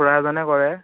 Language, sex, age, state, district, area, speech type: Assamese, male, 18-30, Assam, Dhemaji, rural, conversation